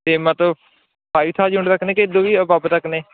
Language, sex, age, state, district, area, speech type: Punjabi, male, 30-45, Punjab, Barnala, rural, conversation